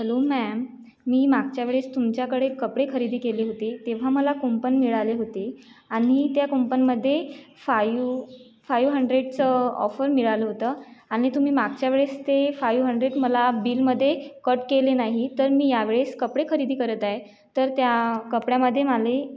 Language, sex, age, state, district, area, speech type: Marathi, female, 18-30, Maharashtra, Washim, rural, spontaneous